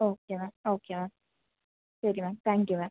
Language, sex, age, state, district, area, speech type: Malayalam, female, 18-30, Kerala, Palakkad, urban, conversation